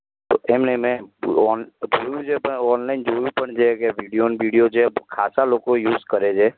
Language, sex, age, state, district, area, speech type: Gujarati, male, 18-30, Gujarat, Ahmedabad, urban, conversation